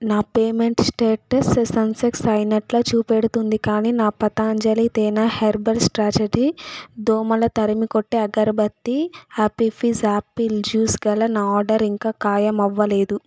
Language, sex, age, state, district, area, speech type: Telugu, female, 30-45, Andhra Pradesh, Chittoor, urban, read